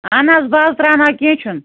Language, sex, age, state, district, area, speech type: Kashmiri, female, 30-45, Jammu and Kashmir, Budgam, rural, conversation